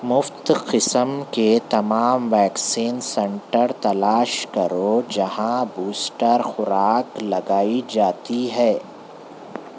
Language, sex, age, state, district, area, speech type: Urdu, male, 18-30, Telangana, Hyderabad, urban, read